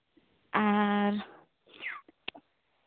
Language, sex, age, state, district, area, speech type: Santali, female, 18-30, West Bengal, Bankura, rural, conversation